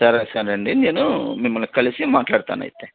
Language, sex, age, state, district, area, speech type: Telugu, male, 45-60, Andhra Pradesh, N T Rama Rao, urban, conversation